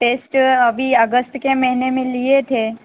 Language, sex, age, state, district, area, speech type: Hindi, female, 18-30, Madhya Pradesh, Harda, urban, conversation